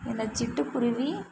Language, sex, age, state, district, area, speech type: Tamil, female, 18-30, Tamil Nadu, Mayiladuthurai, urban, spontaneous